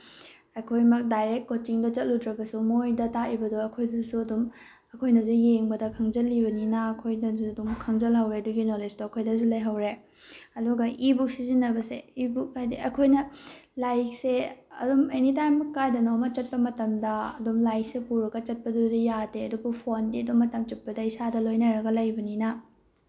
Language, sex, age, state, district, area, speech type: Manipuri, female, 18-30, Manipur, Bishnupur, rural, spontaneous